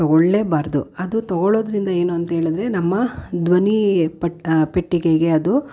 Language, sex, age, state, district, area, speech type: Kannada, female, 45-60, Karnataka, Mysore, urban, spontaneous